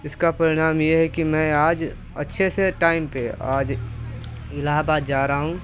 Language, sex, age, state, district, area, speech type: Hindi, male, 18-30, Uttar Pradesh, Mirzapur, rural, spontaneous